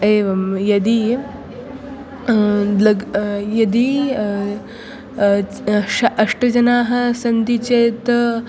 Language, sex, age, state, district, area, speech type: Sanskrit, female, 18-30, Maharashtra, Nagpur, urban, spontaneous